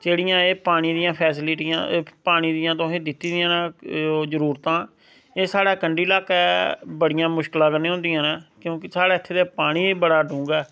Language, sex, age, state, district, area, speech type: Dogri, male, 30-45, Jammu and Kashmir, Samba, rural, spontaneous